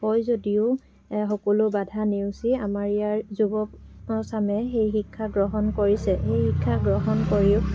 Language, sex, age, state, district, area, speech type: Assamese, female, 45-60, Assam, Dibrugarh, rural, spontaneous